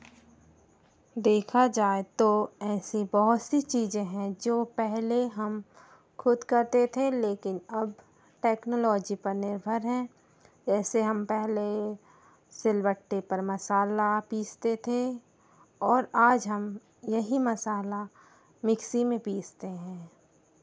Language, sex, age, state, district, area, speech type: Hindi, female, 30-45, Madhya Pradesh, Hoshangabad, rural, spontaneous